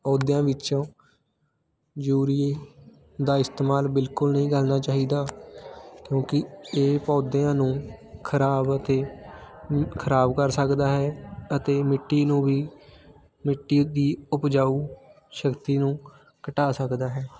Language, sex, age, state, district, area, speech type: Punjabi, male, 18-30, Punjab, Fatehgarh Sahib, rural, spontaneous